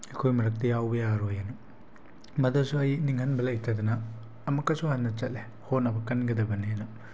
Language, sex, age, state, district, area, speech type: Manipuri, male, 18-30, Manipur, Tengnoupal, rural, spontaneous